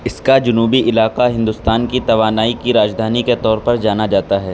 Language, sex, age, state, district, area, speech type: Urdu, male, 18-30, Uttar Pradesh, Saharanpur, urban, read